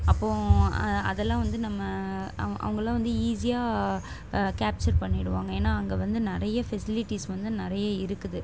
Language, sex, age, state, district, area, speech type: Tamil, female, 18-30, Tamil Nadu, Chennai, urban, spontaneous